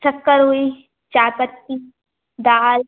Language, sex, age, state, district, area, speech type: Hindi, female, 18-30, Madhya Pradesh, Harda, urban, conversation